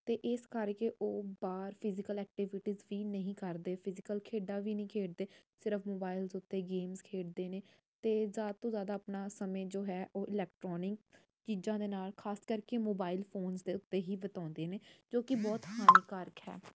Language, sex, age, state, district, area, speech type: Punjabi, female, 18-30, Punjab, Jalandhar, urban, spontaneous